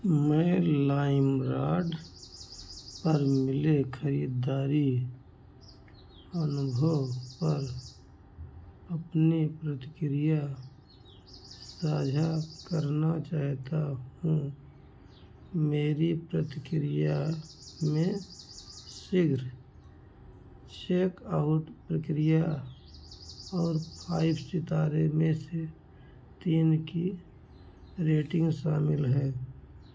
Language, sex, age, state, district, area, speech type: Hindi, male, 60+, Uttar Pradesh, Ayodhya, rural, read